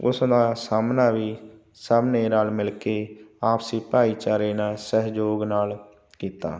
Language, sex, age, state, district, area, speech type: Punjabi, male, 45-60, Punjab, Barnala, rural, spontaneous